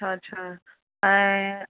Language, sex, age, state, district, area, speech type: Sindhi, female, 18-30, Maharashtra, Mumbai Suburban, urban, conversation